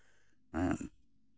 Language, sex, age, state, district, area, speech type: Santali, male, 60+, West Bengal, Bankura, rural, spontaneous